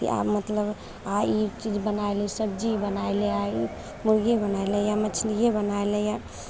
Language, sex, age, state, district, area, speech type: Maithili, female, 18-30, Bihar, Begusarai, rural, spontaneous